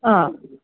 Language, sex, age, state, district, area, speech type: Tamil, female, 60+, Tamil Nadu, Tenkasi, urban, conversation